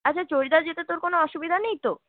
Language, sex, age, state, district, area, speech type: Bengali, female, 18-30, West Bengal, Purulia, urban, conversation